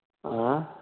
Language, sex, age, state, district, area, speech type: Kashmiri, male, 18-30, Jammu and Kashmir, Ganderbal, rural, conversation